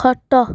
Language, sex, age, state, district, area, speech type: Odia, female, 18-30, Odisha, Nayagarh, rural, read